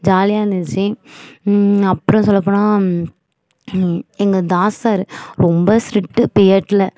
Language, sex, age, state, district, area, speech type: Tamil, female, 18-30, Tamil Nadu, Nagapattinam, urban, spontaneous